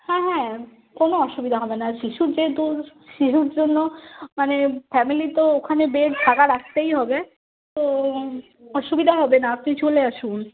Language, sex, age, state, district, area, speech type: Bengali, female, 30-45, West Bengal, Cooch Behar, rural, conversation